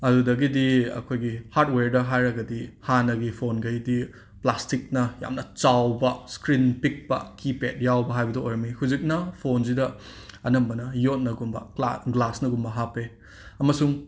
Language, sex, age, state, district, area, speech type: Manipuri, male, 30-45, Manipur, Imphal West, urban, spontaneous